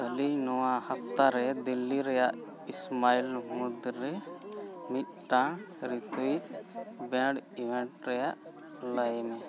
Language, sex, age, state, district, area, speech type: Santali, male, 45-60, Jharkhand, Bokaro, rural, read